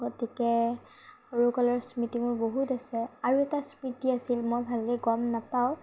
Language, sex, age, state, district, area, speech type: Assamese, female, 30-45, Assam, Morigaon, rural, spontaneous